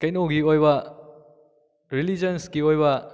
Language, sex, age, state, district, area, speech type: Manipuri, male, 18-30, Manipur, Kakching, rural, spontaneous